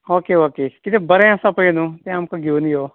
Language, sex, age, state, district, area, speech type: Goan Konkani, male, 45-60, Goa, Ponda, rural, conversation